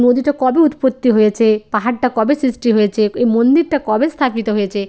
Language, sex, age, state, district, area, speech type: Bengali, female, 45-60, West Bengal, Jalpaiguri, rural, spontaneous